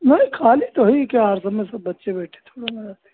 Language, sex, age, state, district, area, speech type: Hindi, male, 60+, Uttar Pradesh, Ayodhya, rural, conversation